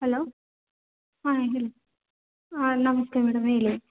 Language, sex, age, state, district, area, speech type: Kannada, female, 30-45, Karnataka, Hassan, urban, conversation